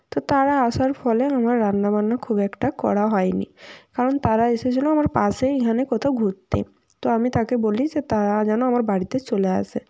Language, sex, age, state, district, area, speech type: Bengali, female, 18-30, West Bengal, Jalpaiguri, rural, spontaneous